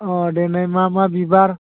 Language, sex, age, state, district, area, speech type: Bodo, male, 45-60, Assam, Baksa, urban, conversation